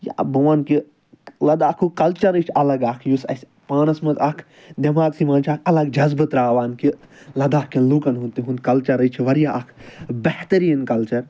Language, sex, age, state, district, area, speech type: Kashmiri, male, 30-45, Jammu and Kashmir, Ganderbal, urban, spontaneous